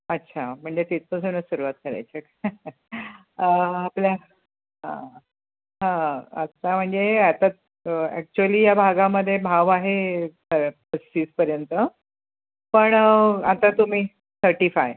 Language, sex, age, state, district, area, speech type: Marathi, female, 60+, Maharashtra, Thane, urban, conversation